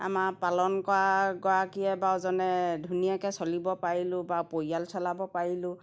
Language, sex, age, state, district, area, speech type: Assamese, female, 45-60, Assam, Golaghat, rural, spontaneous